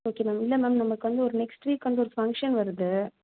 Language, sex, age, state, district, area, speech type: Tamil, female, 18-30, Tamil Nadu, Madurai, rural, conversation